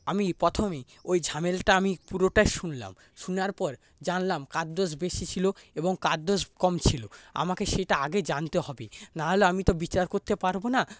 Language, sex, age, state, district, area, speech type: Bengali, male, 30-45, West Bengal, Paschim Medinipur, rural, spontaneous